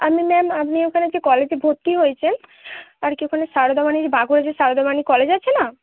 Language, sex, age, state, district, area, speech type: Bengali, female, 18-30, West Bengal, Bankura, urban, conversation